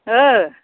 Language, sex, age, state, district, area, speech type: Bodo, female, 60+, Assam, Chirang, rural, conversation